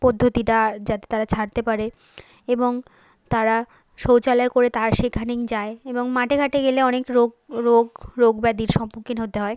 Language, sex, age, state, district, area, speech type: Bengali, female, 30-45, West Bengal, South 24 Parganas, rural, spontaneous